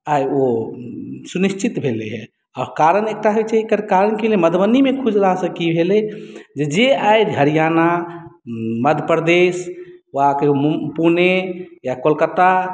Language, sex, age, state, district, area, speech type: Maithili, male, 30-45, Bihar, Madhubani, rural, spontaneous